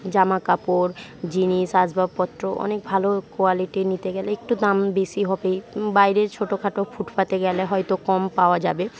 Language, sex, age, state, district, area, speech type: Bengali, female, 60+, West Bengal, Jhargram, rural, spontaneous